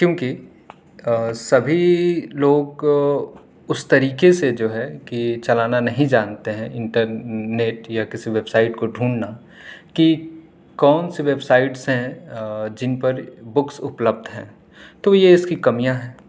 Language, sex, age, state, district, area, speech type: Urdu, male, 18-30, Delhi, South Delhi, urban, spontaneous